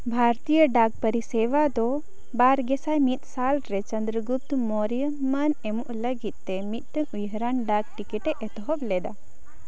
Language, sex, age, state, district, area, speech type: Santali, female, 18-30, Jharkhand, Seraikela Kharsawan, rural, read